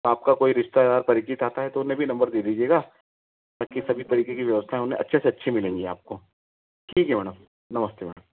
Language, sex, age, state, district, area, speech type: Hindi, male, 30-45, Madhya Pradesh, Ujjain, urban, conversation